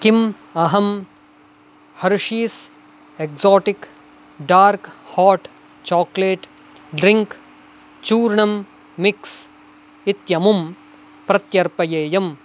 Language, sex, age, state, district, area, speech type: Sanskrit, male, 18-30, Karnataka, Dakshina Kannada, urban, read